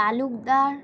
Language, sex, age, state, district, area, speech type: Bengali, female, 18-30, West Bengal, Alipurduar, rural, spontaneous